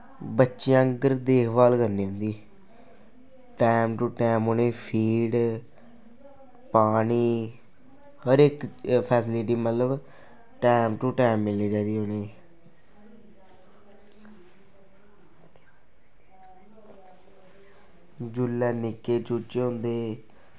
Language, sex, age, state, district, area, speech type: Dogri, male, 18-30, Jammu and Kashmir, Kathua, rural, spontaneous